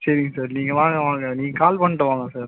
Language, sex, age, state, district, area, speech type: Tamil, male, 30-45, Tamil Nadu, Viluppuram, rural, conversation